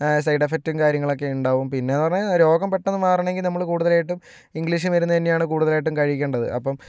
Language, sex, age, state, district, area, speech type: Malayalam, male, 45-60, Kerala, Kozhikode, urban, spontaneous